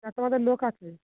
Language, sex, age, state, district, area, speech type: Bengali, female, 45-60, West Bengal, Dakshin Dinajpur, urban, conversation